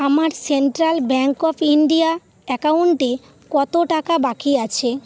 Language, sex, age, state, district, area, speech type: Bengali, female, 30-45, West Bengal, North 24 Parganas, rural, read